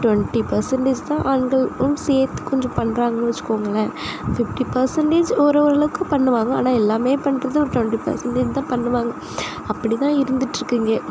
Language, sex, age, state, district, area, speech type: Tamil, female, 45-60, Tamil Nadu, Sivaganga, rural, spontaneous